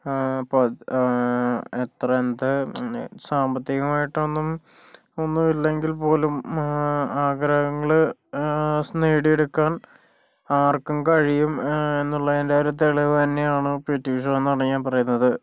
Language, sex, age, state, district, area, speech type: Malayalam, male, 18-30, Kerala, Kozhikode, urban, spontaneous